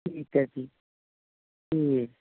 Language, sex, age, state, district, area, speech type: Punjabi, female, 45-60, Punjab, Ludhiana, urban, conversation